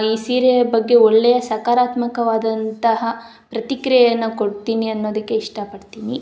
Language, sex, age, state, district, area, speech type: Kannada, female, 18-30, Karnataka, Chikkamagaluru, rural, spontaneous